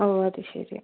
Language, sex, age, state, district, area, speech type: Malayalam, female, 30-45, Kerala, Kannur, rural, conversation